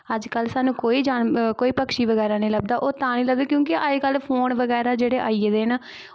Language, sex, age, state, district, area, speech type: Dogri, female, 18-30, Jammu and Kashmir, Kathua, rural, spontaneous